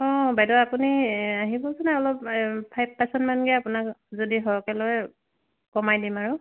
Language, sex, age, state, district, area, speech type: Assamese, female, 30-45, Assam, Dhemaji, urban, conversation